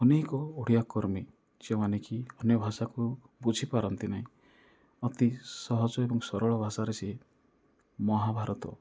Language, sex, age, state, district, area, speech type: Odia, male, 30-45, Odisha, Rayagada, rural, spontaneous